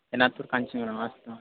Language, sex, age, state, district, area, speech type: Sanskrit, male, 18-30, Odisha, Balangir, rural, conversation